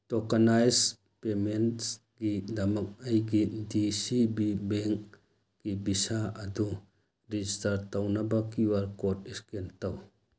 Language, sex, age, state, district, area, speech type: Manipuri, male, 60+, Manipur, Churachandpur, urban, read